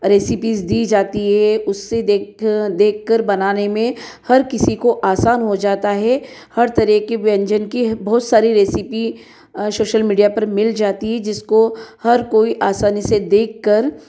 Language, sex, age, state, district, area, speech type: Hindi, female, 45-60, Madhya Pradesh, Ujjain, urban, spontaneous